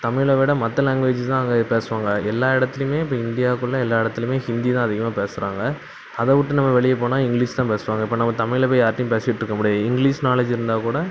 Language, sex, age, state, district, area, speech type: Tamil, male, 18-30, Tamil Nadu, Thoothukudi, rural, spontaneous